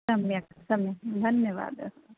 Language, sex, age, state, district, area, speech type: Sanskrit, female, 45-60, Rajasthan, Jaipur, rural, conversation